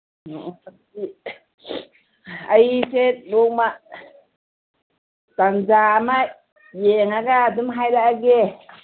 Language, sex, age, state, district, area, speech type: Manipuri, female, 60+, Manipur, Kangpokpi, urban, conversation